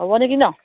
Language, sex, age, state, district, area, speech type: Assamese, female, 30-45, Assam, Sivasagar, rural, conversation